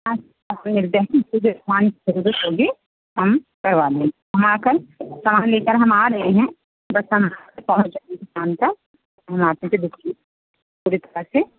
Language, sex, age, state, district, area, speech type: Hindi, female, 45-60, Uttar Pradesh, Pratapgarh, rural, conversation